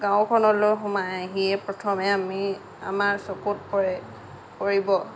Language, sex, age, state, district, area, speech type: Assamese, female, 60+, Assam, Lakhimpur, rural, spontaneous